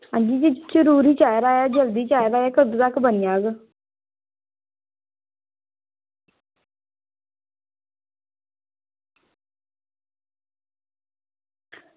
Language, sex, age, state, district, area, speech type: Dogri, female, 30-45, Jammu and Kashmir, Samba, rural, conversation